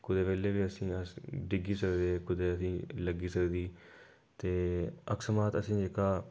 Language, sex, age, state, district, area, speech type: Dogri, male, 30-45, Jammu and Kashmir, Udhampur, rural, spontaneous